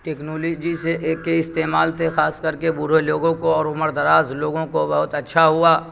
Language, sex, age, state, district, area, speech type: Urdu, male, 45-60, Bihar, Supaul, rural, spontaneous